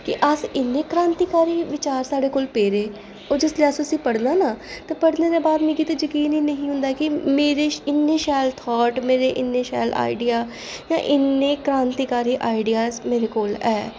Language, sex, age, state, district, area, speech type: Dogri, female, 30-45, Jammu and Kashmir, Jammu, urban, spontaneous